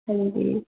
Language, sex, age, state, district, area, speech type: Dogri, female, 30-45, Jammu and Kashmir, Udhampur, urban, conversation